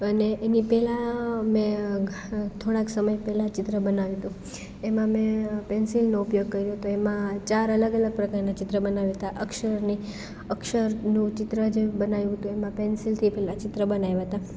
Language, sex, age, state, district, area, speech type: Gujarati, female, 18-30, Gujarat, Amreli, rural, spontaneous